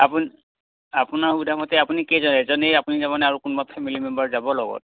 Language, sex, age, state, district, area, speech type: Assamese, male, 45-60, Assam, Dhemaji, rural, conversation